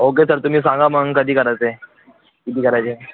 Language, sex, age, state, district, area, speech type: Marathi, male, 18-30, Maharashtra, Thane, urban, conversation